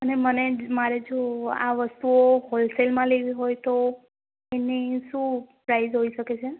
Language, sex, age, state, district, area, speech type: Gujarati, female, 18-30, Gujarat, Ahmedabad, rural, conversation